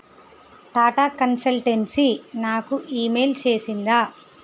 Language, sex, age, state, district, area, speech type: Telugu, female, 30-45, Andhra Pradesh, Visakhapatnam, urban, read